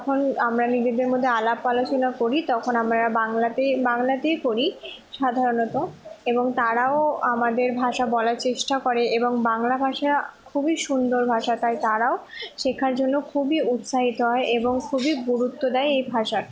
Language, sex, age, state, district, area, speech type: Bengali, female, 18-30, West Bengal, Purba Bardhaman, urban, spontaneous